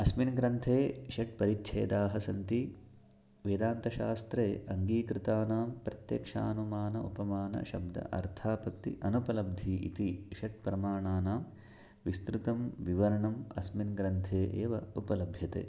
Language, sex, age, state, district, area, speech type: Sanskrit, male, 30-45, Karnataka, Chikkamagaluru, rural, spontaneous